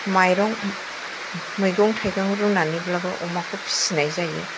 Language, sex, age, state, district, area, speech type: Bodo, male, 60+, Assam, Kokrajhar, urban, spontaneous